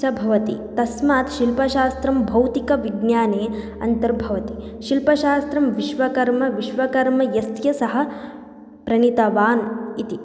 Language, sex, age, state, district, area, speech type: Sanskrit, female, 18-30, Karnataka, Chitradurga, rural, spontaneous